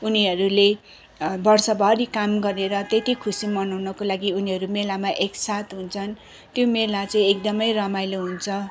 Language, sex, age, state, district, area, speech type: Nepali, female, 45-60, West Bengal, Darjeeling, rural, spontaneous